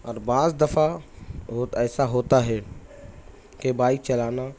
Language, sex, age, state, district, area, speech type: Urdu, male, 18-30, Maharashtra, Nashik, urban, spontaneous